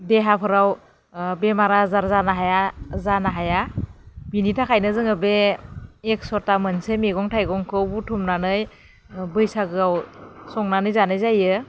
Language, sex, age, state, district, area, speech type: Bodo, female, 30-45, Assam, Baksa, rural, spontaneous